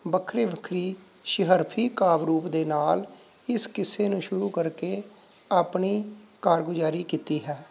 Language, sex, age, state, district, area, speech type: Punjabi, male, 45-60, Punjab, Pathankot, rural, spontaneous